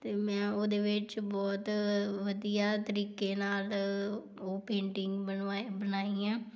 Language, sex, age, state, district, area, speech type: Punjabi, female, 18-30, Punjab, Tarn Taran, rural, spontaneous